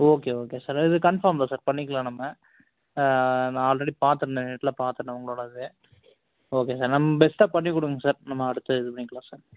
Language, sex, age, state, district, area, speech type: Tamil, male, 18-30, Tamil Nadu, Coimbatore, urban, conversation